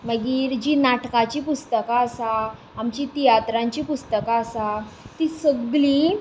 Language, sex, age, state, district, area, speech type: Goan Konkani, female, 18-30, Goa, Tiswadi, rural, spontaneous